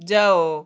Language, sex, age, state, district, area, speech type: Odia, male, 18-30, Odisha, Balasore, rural, read